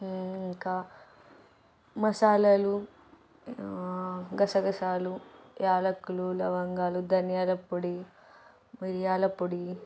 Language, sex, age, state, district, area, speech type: Telugu, female, 18-30, Telangana, Nirmal, rural, spontaneous